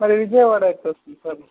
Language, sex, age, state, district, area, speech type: Telugu, male, 18-30, Andhra Pradesh, Chittoor, urban, conversation